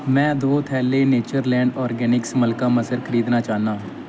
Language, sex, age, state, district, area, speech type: Dogri, male, 18-30, Jammu and Kashmir, Kathua, rural, read